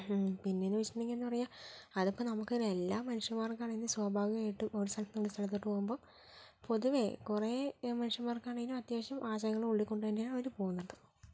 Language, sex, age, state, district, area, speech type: Malayalam, female, 30-45, Kerala, Kozhikode, urban, spontaneous